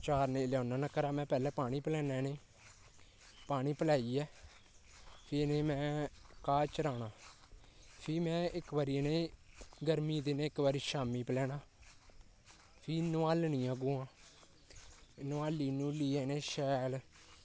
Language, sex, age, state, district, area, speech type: Dogri, male, 18-30, Jammu and Kashmir, Kathua, rural, spontaneous